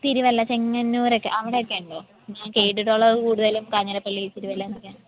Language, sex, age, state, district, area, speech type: Malayalam, female, 18-30, Kerala, Pathanamthitta, urban, conversation